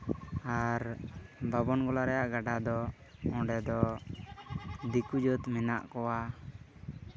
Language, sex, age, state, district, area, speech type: Santali, male, 18-30, West Bengal, Malda, rural, spontaneous